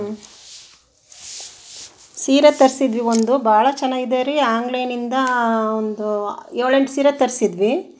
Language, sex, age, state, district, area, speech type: Kannada, female, 45-60, Karnataka, Chitradurga, rural, spontaneous